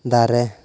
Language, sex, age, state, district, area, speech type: Santali, male, 18-30, Jharkhand, East Singhbhum, rural, read